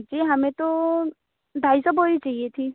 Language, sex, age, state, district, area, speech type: Hindi, female, 30-45, Madhya Pradesh, Balaghat, rural, conversation